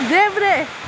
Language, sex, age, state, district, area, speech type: Nepali, female, 18-30, West Bengal, Alipurduar, rural, read